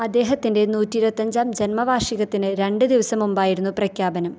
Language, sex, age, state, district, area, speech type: Malayalam, female, 18-30, Kerala, Thrissur, rural, read